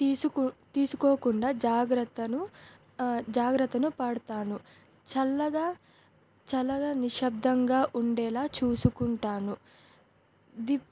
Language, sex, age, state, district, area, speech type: Telugu, female, 18-30, Andhra Pradesh, Sri Satya Sai, urban, spontaneous